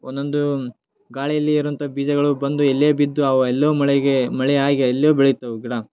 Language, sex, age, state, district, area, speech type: Kannada, male, 18-30, Karnataka, Koppal, rural, spontaneous